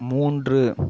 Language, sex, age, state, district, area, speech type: Tamil, male, 30-45, Tamil Nadu, Ariyalur, rural, read